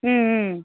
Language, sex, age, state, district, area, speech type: Tamil, female, 30-45, Tamil Nadu, Tirupattur, rural, conversation